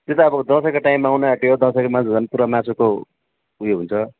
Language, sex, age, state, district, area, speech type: Nepali, male, 45-60, West Bengal, Darjeeling, rural, conversation